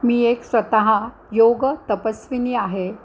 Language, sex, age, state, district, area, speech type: Marathi, female, 60+, Maharashtra, Nanded, urban, spontaneous